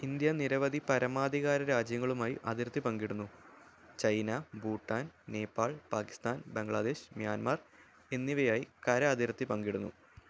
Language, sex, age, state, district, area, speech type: Malayalam, male, 18-30, Kerala, Thrissur, urban, read